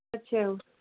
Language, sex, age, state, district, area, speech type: Punjabi, female, 45-60, Punjab, Fazilka, rural, conversation